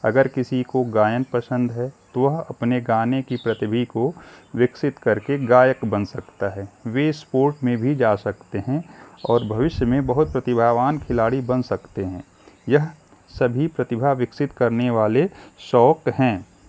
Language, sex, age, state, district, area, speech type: Hindi, male, 45-60, Uttar Pradesh, Mau, rural, read